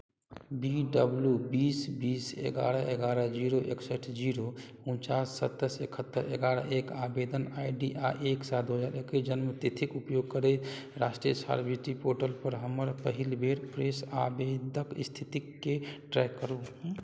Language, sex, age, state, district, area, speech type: Maithili, male, 30-45, Bihar, Madhubani, rural, read